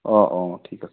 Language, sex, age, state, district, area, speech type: Assamese, male, 18-30, Assam, Biswanath, rural, conversation